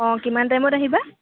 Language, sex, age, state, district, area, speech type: Assamese, female, 18-30, Assam, Sivasagar, rural, conversation